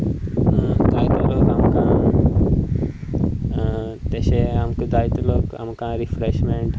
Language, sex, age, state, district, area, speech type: Goan Konkani, male, 18-30, Goa, Sanguem, rural, spontaneous